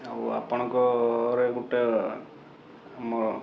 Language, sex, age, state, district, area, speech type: Odia, male, 45-60, Odisha, Balasore, rural, spontaneous